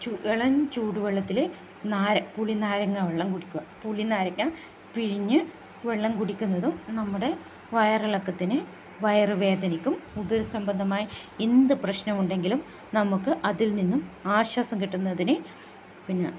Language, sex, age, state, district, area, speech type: Malayalam, female, 30-45, Kerala, Kannur, rural, spontaneous